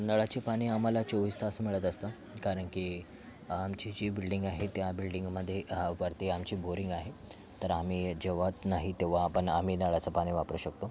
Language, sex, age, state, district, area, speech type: Marathi, male, 18-30, Maharashtra, Thane, urban, spontaneous